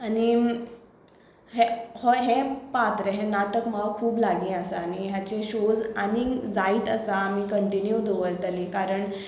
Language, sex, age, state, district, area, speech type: Goan Konkani, female, 18-30, Goa, Tiswadi, rural, spontaneous